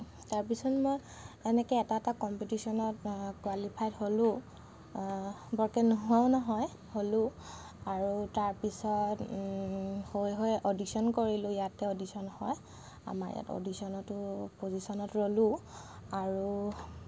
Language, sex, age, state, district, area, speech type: Assamese, female, 30-45, Assam, Lakhimpur, rural, spontaneous